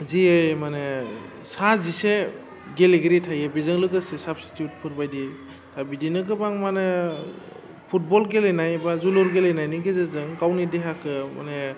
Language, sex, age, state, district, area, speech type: Bodo, male, 18-30, Assam, Udalguri, urban, spontaneous